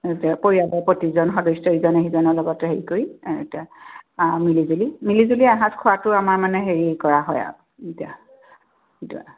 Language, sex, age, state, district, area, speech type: Assamese, female, 45-60, Assam, Tinsukia, rural, conversation